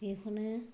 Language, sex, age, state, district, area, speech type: Bodo, female, 45-60, Assam, Kokrajhar, rural, spontaneous